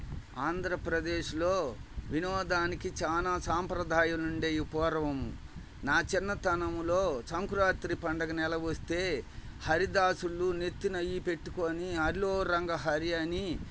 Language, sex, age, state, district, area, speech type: Telugu, male, 60+, Andhra Pradesh, Bapatla, urban, spontaneous